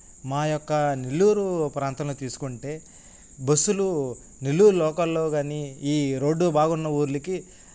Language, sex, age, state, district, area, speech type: Telugu, male, 18-30, Andhra Pradesh, Nellore, rural, spontaneous